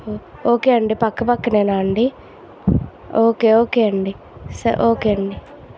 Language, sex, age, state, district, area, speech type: Telugu, female, 18-30, Andhra Pradesh, Vizianagaram, urban, spontaneous